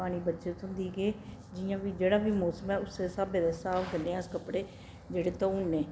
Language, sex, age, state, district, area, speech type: Dogri, female, 60+, Jammu and Kashmir, Reasi, urban, spontaneous